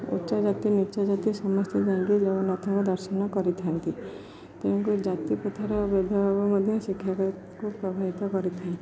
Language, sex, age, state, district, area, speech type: Odia, female, 30-45, Odisha, Jagatsinghpur, rural, spontaneous